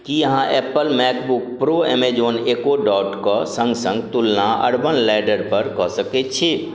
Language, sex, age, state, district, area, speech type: Maithili, male, 60+, Bihar, Madhubani, rural, read